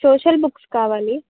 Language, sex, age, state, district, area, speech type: Telugu, female, 18-30, Telangana, Ranga Reddy, rural, conversation